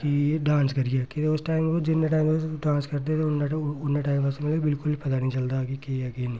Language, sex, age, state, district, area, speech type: Dogri, male, 30-45, Jammu and Kashmir, Reasi, rural, spontaneous